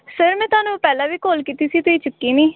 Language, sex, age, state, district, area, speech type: Punjabi, female, 18-30, Punjab, Gurdaspur, urban, conversation